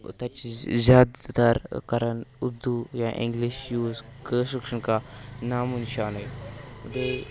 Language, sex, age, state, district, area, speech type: Kashmiri, male, 18-30, Jammu and Kashmir, Kupwara, rural, spontaneous